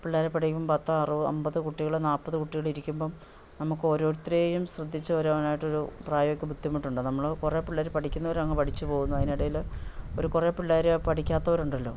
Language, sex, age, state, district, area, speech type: Malayalam, female, 45-60, Kerala, Idukki, rural, spontaneous